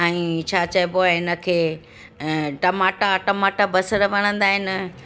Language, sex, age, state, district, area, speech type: Sindhi, female, 60+, Delhi, South Delhi, urban, spontaneous